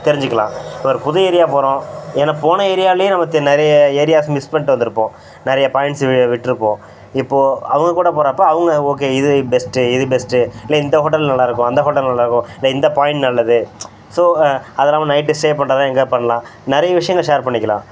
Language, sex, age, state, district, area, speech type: Tamil, male, 45-60, Tamil Nadu, Thanjavur, rural, spontaneous